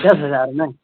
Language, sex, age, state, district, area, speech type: Urdu, male, 18-30, Bihar, Purnia, rural, conversation